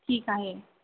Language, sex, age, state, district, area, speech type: Marathi, female, 18-30, Maharashtra, Sindhudurg, rural, conversation